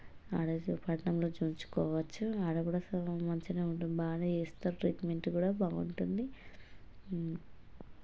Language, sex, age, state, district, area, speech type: Telugu, female, 30-45, Telangana, Hanamkonda, rural, spontaneous